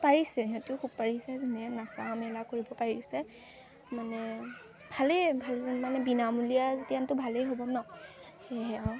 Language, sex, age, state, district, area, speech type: Assamese, female, 18-30, Assam, Majuli, urban, spontaneous